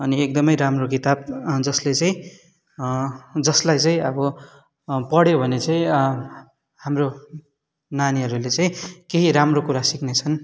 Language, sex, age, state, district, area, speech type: Nepali, male, 18-30, West Bengal, Darjeeling, rural, spontaneous